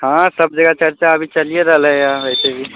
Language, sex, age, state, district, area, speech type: Maithili, male, 18-30, Bihar, Muzaffarpur, rural, conversation